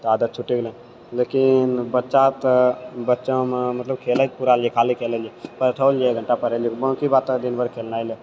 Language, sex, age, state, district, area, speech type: Maithili, male, 60+, Bihar, Purnia, rural, spontaneous